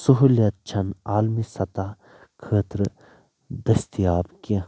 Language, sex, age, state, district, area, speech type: Kashmiri, male, 18-30, Jammu and Kashmir, Baramulla, rural, spontaneous